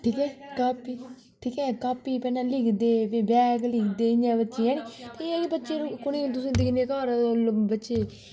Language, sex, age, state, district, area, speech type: Dogri, female, 18-30, Jammu and Kashmir, Kathua, urban, spontaneous